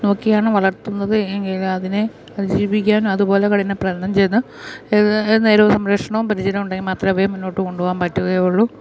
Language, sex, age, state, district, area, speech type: Malayalam, female, 45-60, Kerala, Pathanamthitta, rural, spontaneous